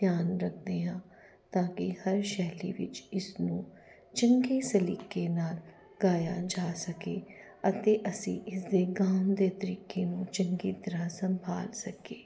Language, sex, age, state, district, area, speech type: Punjabi, female, 45-60, Punjab, Jalandhar, urban, spontaneous